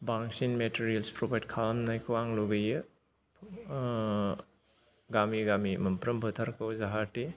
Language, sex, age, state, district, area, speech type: Bodo, male, 30-45, Assam, Kokrajhar, rural, spontaneous